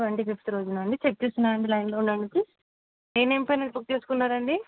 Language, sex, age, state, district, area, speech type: Telugu, female, 18-30, Telangana, Hyderabad, urban, conversation